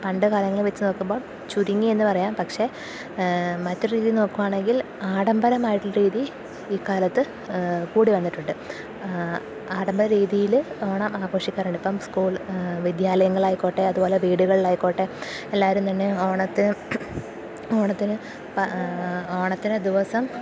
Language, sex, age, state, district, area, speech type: Malayalam, female, 30-45, Kerala, Kottayam, rural, spontaneous